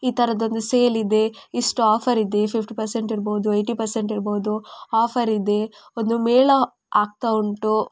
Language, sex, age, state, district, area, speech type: Kannada, female, 18-30, Karnataka, Udupi, rural, spontaneous